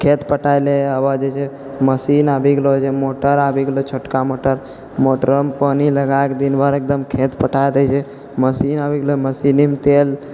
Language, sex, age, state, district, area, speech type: Maithili, male, 45-60, Bihar, Purnia, rural, spontaneous